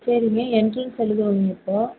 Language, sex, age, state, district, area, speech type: Tamil, female, 30-45, Tamil Nadu, Erode, rural, conversation